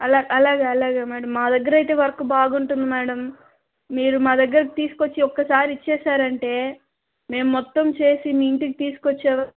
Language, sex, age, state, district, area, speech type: Telugu, female, 18-30, Andhra Pradesh, Nellore, rural, conversation